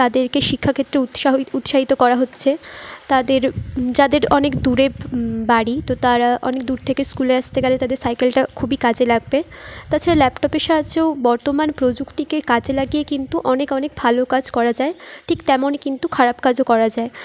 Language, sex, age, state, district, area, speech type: Bengali, female, 18-30, West Bengal, Jhargram, rural, spontaneous